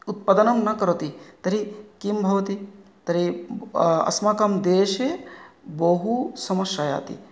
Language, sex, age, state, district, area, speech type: Sanskrit, male, 30-45, West Bengal, North 24 Parganas, rural, spontaneous